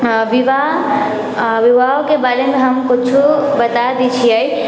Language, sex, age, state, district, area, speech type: Maithili, female, 18-30, Bihar, Sitamarhi, rural, spontaneous